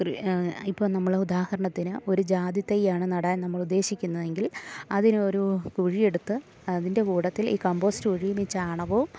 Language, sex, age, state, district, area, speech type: Malayalam, female, 30-45, Kerala, Idukki, rural, spontaneous